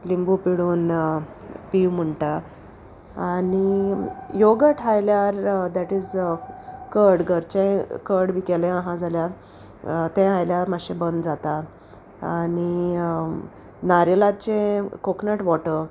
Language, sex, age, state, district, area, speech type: Goan Konkani, female, 30-45, Goa, Salcete, rural, spontaneous